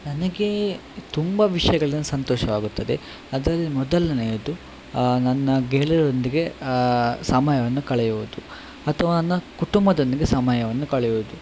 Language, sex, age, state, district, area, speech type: Kannada, male, 18-30, Karnataka, Udupi, rural, spontaneous